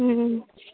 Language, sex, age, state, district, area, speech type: Telugu, female, 30-45, Andhra Pradesh, Annamaya, urban, conversation